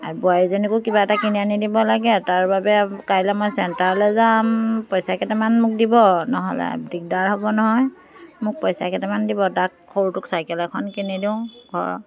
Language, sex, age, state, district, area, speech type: Assamese, female, 45-60, Assam, Biswanath, rural, spontaneous